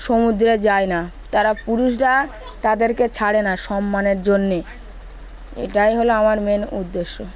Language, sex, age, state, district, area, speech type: Bengali, male, 18-30, West Bengal, Dakshin Dinajpur, urban, spontaneous